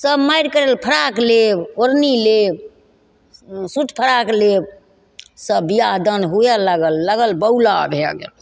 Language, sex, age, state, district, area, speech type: Maithili, female, 60+, Bihar, Begusarai, rural, spontaneous